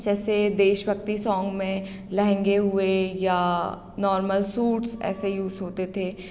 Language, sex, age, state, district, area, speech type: Hindi, female, 18-30, Madhya Pradesh, Hoshangabad, rural, spontaneous